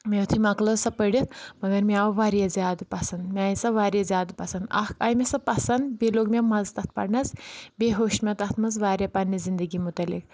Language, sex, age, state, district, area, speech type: Kashmiri, female, 30-45, Jammu and Kashmir, Anantnag, rural, spontaneous